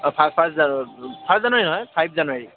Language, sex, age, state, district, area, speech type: Assamese, male, 18-30, Assam, Dibrugarh, urban, conversation